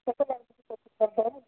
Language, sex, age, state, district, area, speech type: Odia, male, 45-60, Odisha, Nabarangpur, rural, conversation